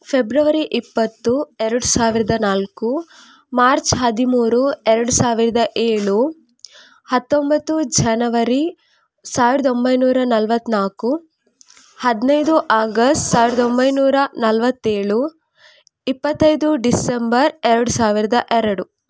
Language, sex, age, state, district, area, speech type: Kannada, female, 18-30, Karnataka, Udupi, rural, spontaneous